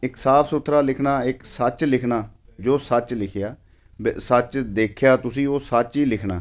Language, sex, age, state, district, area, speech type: Punjabi, male, 45-60, Punjab, Ludhiana, urban, spontaneous